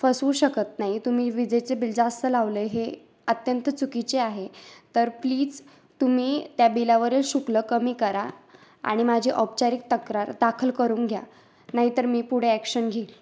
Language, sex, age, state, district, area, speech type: Marathi, female, 18-30, Maharashtra, Ahmednagar, rural, spontaneous